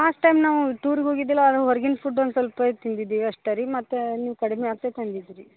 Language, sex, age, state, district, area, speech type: Kannada, female, 18-30, Karnataka, Dharwad, urban, conversation